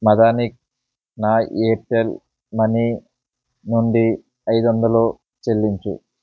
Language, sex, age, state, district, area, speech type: Telugu, male, 45-60, Andhra Pradesh, Eluru, rural, read